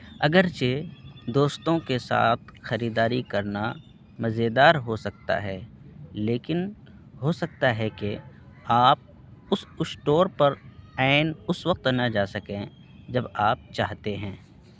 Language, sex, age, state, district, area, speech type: Urdu, male, 18-30, Bihar, Purnia, rural, read